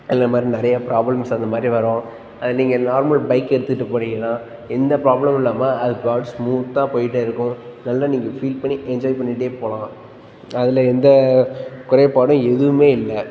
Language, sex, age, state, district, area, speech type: Tamil, male, 18-30, Tamil Nadu, Tiruchirappalli, rural, spontaneous